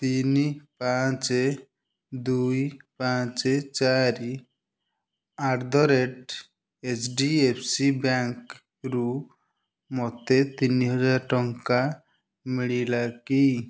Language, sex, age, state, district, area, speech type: Odia, male, 30-45, Odisha, Kendujhar, urban, read